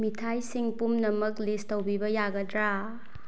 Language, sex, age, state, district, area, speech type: Manipuri, female, 18-30, Manipur, Bishnupur, rural, read